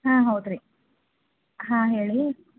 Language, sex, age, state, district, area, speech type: Kannada, female, 30-45, Karnataka, Gadag, rural, conversation